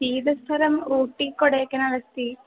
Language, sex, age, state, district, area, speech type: Sanskrit, female, 18-30, Kerala, Thrissur, urban, conversation